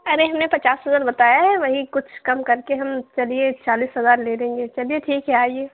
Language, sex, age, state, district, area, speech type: Urdu, female, 30-45, Uttar Pradesh, Lucknow, urban, conversation